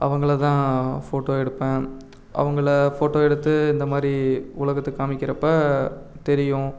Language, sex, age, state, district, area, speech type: Tamil, male, 18-30, Tamil Nadu, Namakkal, urban, spontaneous